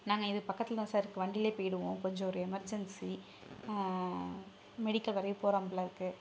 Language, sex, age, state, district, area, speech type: Tamil, female, 18-30, Tamil Nadu, Perambalur, rural, spontaneous